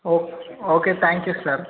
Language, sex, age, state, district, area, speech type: Telugu, male, 18-30, Telangana, Medchal, urban, conversation